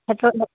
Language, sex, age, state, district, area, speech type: Assamese, female, 18-30, Assam, Dhemaji, urban, conversation